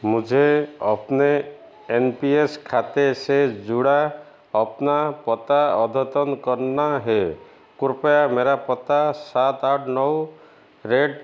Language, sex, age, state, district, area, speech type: Hindi, male, 45-60, Madhya Pradesh, Chhindwara, rural, read